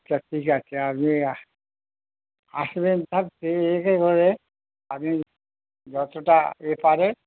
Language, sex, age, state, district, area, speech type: Bengali, male, 60+, West Bengal, Hooghly, rural, conversation